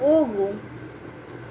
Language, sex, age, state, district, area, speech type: Kannada, female, 18-30, Karnataka, Chitradurga, rural, read